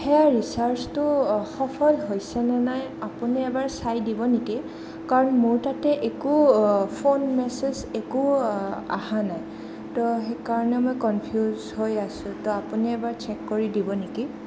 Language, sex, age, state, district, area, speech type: Assamese, female, 18-30, Assam, Goalpara, urban, spontaneous